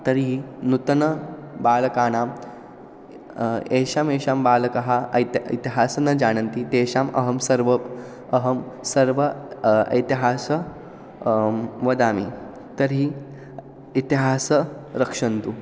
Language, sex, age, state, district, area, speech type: Sanskrit, male, 18-30, Maharashtra, Pune, urban, spontaneous